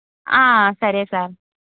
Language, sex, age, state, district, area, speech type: Telugu, female, 18-30, Andhra Pradesh, Krishna, urban, conversation